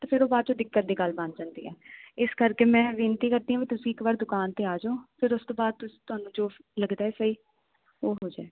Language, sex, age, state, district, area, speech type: Punjabi, female, 18-30, Punjab, Jalandhar, urban, conversation